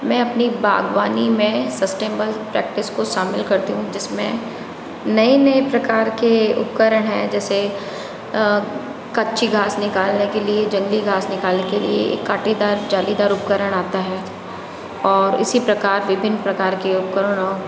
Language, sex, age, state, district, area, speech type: Hindi, female, 60+, Rajasthan, Jodhpur, urban, spontaneous